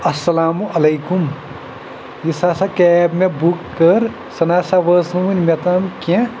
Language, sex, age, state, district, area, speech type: Kashmiri, male, 18-30, Jammu and Kashmir, Pulwama, rural, spontaneous